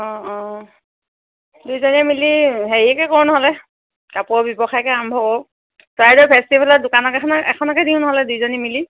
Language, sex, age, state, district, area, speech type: Assamese, female, 30-45, Assam, Charaideo, rural, conversation